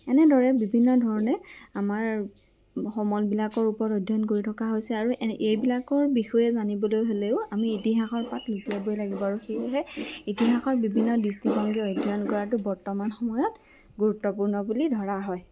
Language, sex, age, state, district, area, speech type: Assamese, female, 18-30, Assam, Lakhimpur, rural, spontaneous